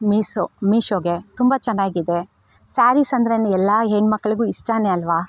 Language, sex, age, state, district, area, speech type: Kannada, female, 30-45, Karnataka, Bangalore Rural, rural, spontaneous